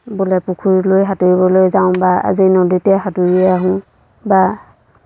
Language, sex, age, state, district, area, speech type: Assamese, female, 30-45, Assam, Lakhimpur, rural, spontaneous